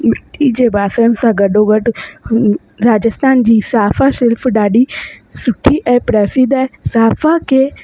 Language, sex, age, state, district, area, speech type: Sindhi, female, 18-30, Rajasthan, Ajmer, urban, spontaneous